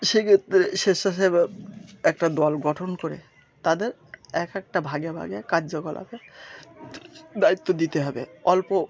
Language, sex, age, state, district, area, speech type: Bengali, male, 30-45, West Bengal, Birbhum, urban, spontaneous